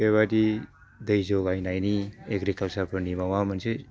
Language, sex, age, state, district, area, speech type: Bodo, male, 60+, Assam, Chirang, rural, spontaneous